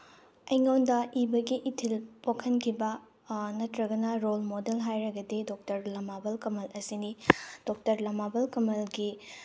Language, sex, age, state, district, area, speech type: Manipuri, female, 30-45, Manipur, Tengnoupal, rural, spontaneous